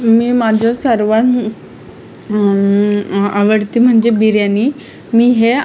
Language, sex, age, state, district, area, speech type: Marathi, female, 18-30, Maharashtra, Aurangabad, rural, spontaneous